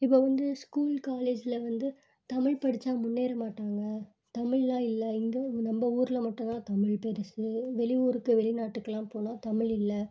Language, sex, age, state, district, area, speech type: Tamil, female, 18-30, Tamil Nadu, Chennai, urban, spontaneous